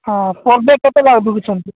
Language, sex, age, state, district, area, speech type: Odia, male, 45-60, Odisha, Nabarangpur, rural, conversation